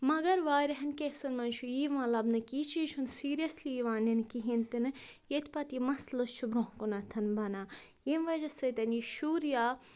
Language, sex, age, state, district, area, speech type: Kashmiri, female, 30-45, Jammu and Kashmir, Budgam, rural, spontaneous